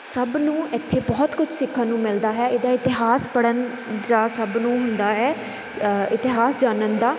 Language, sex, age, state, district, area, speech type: Punjabi, female, 18-30, Punjab, Tarn Taran, urban, spontaneous